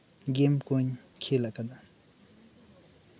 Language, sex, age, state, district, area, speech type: Santali, male, 18-30, West Bengal, Bankura, rural, spontaneous